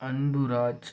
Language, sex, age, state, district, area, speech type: Tamil, male, 18-30, Tamil Nadu, Tiruppur, rural, spontaneous